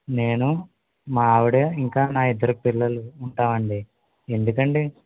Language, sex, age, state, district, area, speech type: Telugu, male, 18-30, Andhra Pradesh, West Godavari, rural, conversation